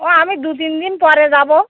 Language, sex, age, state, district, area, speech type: Bengali, female, 30-45, West Bengal, Howrah, urban, conversation